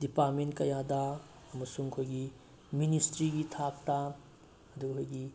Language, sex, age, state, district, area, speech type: Manipuri, male, 18-30, Manipur, Bishnupur, rural, spontaneous